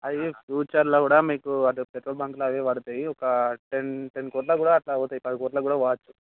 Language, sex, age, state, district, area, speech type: Telugu, male, 18-30, Telangana, Mancherial, rural, conversation